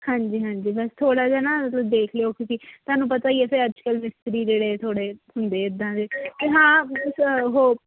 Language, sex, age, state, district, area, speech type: Punjabi, female, 18-30, Punjab, Kapurthala, urban, conversation